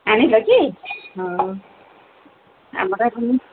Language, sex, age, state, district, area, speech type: Odia, female, 45-60, Odisha, Sundergarh, rural, conversation